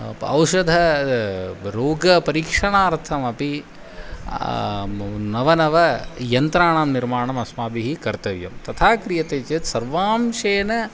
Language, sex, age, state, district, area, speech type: Sanskrit, male, 45-60, Tamil Nadu, Kanchipuram, urban, spontaneous